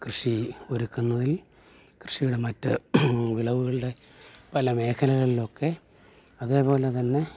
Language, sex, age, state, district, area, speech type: Malayalam, male, 45-60, Kerala, Alappuzha, urban, spontaneous